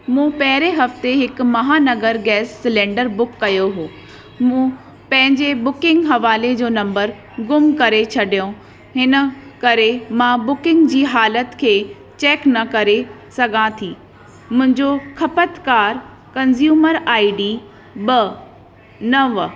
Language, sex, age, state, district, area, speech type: Sindhi, female, 30-45, Uttar Pradesh, Lucknow, urban, read